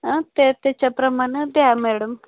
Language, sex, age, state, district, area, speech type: Marathi, female, 45-60, Maharashtra, Osmanabad, rural, conversation